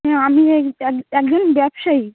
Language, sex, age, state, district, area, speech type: Bengali, female, 30-45, West Bengal, Dakshin Dinajpur, urban, conversation